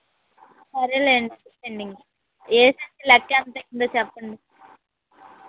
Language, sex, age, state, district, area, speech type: Telugu, female, 18-30, Andhra Pradesh, Krishna, urban, conversation